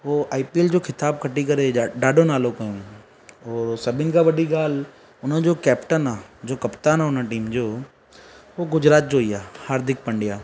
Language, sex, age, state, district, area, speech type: Sindhi, male, 30-45, Gujarat, Surat, urban, spontaneous